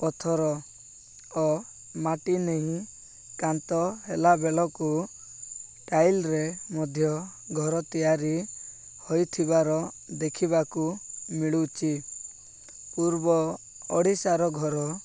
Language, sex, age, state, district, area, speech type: Odia, male, 18-30, Odisha, Koraput, urban, spontaneous